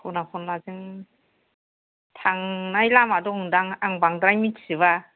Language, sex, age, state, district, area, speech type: Bodo, male, 60+, Assam, Kokrajhar, urban, conversation